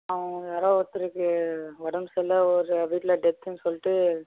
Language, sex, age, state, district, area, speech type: Tamil, male, 18-30, Tamil Nadu, Krishnagiri, rural, conversation